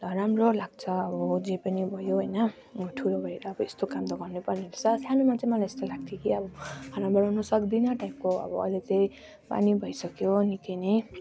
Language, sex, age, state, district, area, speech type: Nepali, female, 30-45, West Bengal, Darjeeling, rural, spontaneous